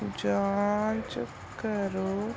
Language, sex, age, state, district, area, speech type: Punjabi, female, 30-45, Punjab, Mansa, urban, read